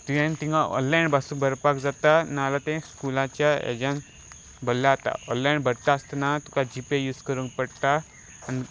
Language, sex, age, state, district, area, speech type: Goan Konkani, male, 18-30, Goa, Salcete, rural, spontaneous